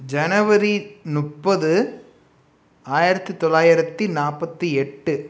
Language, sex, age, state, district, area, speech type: Tamil, male, 18-30, Tamil Nadu, Pudukkottai, rural, spontaneous